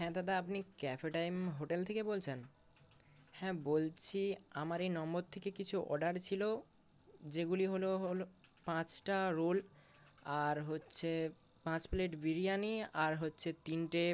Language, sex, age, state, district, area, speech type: Bengali, male, 18-30, West Bengal, Purba Medinipur, rural, spontaneous